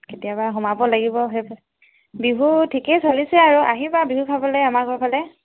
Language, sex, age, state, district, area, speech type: Assamese, female, 30-45, Assam, Tinsukia, urban, conversation